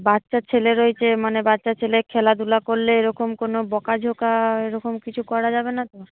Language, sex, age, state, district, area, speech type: Bengali, female, 45-60, West Bengal, Paschim Medinipur, urban, conversation